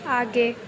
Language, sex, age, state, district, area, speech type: Hindi, female, 18-30, Madhya Pradesh, Harda, rural, read